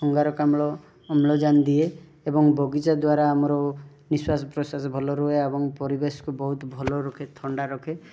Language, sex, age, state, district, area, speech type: Odia, male, 18-30, Odisha, Rayagada, rural, spontaneous